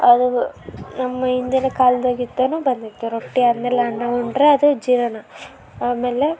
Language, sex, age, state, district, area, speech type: Kannada, female, 18-30, Karnataka, Koppal, rural, spontaneous